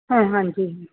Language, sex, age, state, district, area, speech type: Punjabi, female, 45-60, Punjab, Mansa, urban, conversation